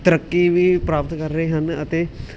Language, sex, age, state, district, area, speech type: Punjabi, male, 18-30, Punjab, Ludhiana, urban, spontaneous